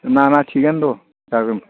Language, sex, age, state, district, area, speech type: Bodo, male, 45-60, Assam, Udalguri, rural, conversation